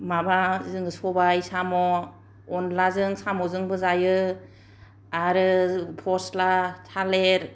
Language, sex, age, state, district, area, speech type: Bodo, female, 45-60, Assam, Kokrajhar, urban, spontaneous